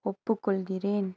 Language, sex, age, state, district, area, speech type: Tamil, female, 30-45, Tamil Nadu, Nilgiris, urban, read